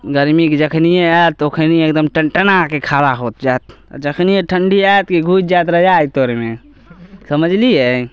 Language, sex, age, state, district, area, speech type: Maithili, male, 18-30, Bihar, Samastipur, rural, spontaneous